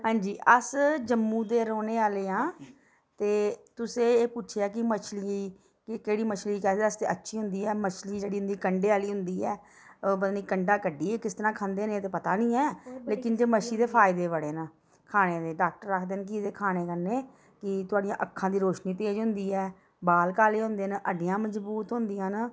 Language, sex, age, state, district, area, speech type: Dogri, female, 30-45, Jammu and Kashmir, Reasi, rural, spontaneous